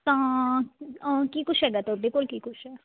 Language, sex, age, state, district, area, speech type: Punjabi, female, 18-30, Punjab, Fazilka, rural, conversation